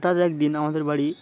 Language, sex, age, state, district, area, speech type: Bengali, male, 18-30, West Bengal, Uttar Dinajpur, urban, spontaneous